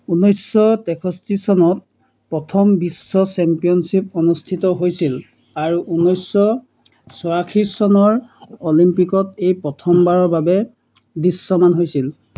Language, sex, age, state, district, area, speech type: Assamese, male, 18-30, Assam, Golaghat, urban, read